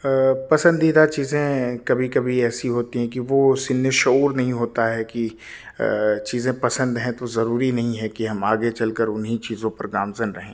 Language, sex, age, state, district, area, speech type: Urdu, male, 30-45, Delhi, South Delhi, urban, spontaneous